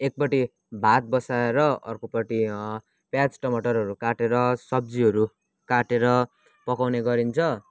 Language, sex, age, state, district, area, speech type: Nepali, male, 18-30, West Bengal, Kalimpong, rural, spontaneous